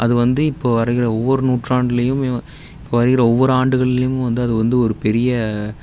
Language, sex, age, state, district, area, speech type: Tamil, male, 18-30, Tamil Nadu, Tiruppur, rural, spontaneous